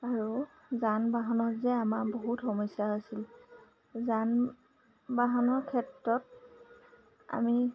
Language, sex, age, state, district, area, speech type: Assamese, female, 30-45, Assam, Majuli, urban, spontaneous